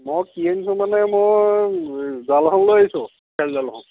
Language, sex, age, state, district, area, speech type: Assamese, male, 45-60, Assam, Lakhimpur, rural, conversation